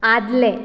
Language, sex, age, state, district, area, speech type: Goan Konkani, female, 18-30, Goa, Bardez, urban, read